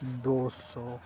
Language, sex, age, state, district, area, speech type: Urdu, male, 18-30, Uttar Pradesh, Lucknow, urban, spontaneous